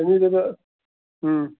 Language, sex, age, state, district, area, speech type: Kashmiri, male, 30-45, Jammu and Kashmir, Bandipora, rural, conversation